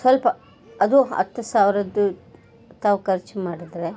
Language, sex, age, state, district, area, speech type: Kannada, female, 45-60, Karnataka, Koppal, rural, spontaneous